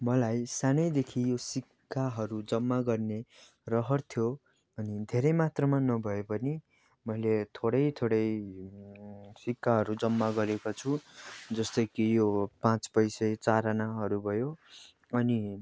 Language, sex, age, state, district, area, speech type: Nepali, male, 18-30, West Bengal, Darjeeling, rural, spontaneous